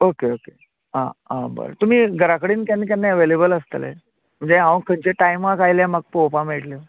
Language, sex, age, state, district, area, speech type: Goan Konkani, male, 45-60, Goa, Canacona, rural, conversation